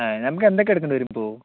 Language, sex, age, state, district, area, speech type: Malayalam, male, 18-30, Kerala, Palakkad, rural, conversation